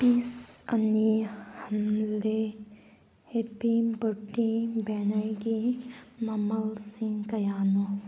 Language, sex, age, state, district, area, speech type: Manipuri, female, 18-30, Manipur, Kangpokpi, urban, read